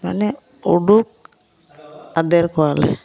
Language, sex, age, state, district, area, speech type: Santali, female, 30-45, West Bengal, Malda, rural, spontaneous